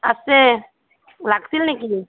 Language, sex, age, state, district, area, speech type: Assamese, female, 30-45, Assam, Barpeta, rural, conversation